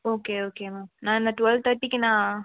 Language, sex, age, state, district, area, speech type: Tamil, female, 18-30, Tamil Nadu, Madurai, urban, conversation